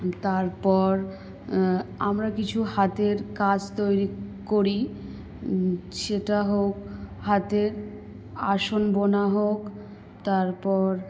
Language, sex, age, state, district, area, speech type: Bengali, female, 18-30, West Bengal, South 24 Parganas, rural, spontaneous